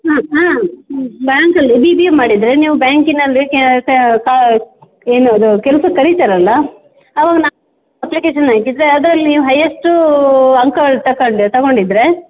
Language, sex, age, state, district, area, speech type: Kannada, female, 30-45, Karnataka, Shimoga, rural, conversation